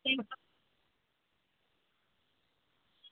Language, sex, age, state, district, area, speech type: Dogri, female, 45-60, Jammu and Kashmir, Udhampur, rural, conversation